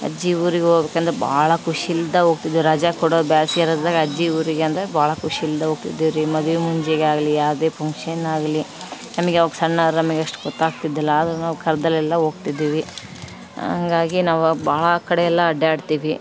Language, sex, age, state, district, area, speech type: Kannada, female, 30-45, Karnataka, Vijayanagara, rural, spontaneous